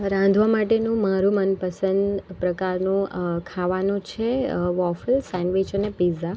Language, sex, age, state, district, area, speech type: Gujarati, female, 18-30, Gujarat, Valsad, rural, spontaneous